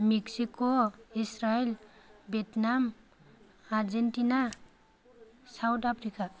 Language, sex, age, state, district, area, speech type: Bodo, female, 30-45, Assam, Kokrajhar, rural, spontaneous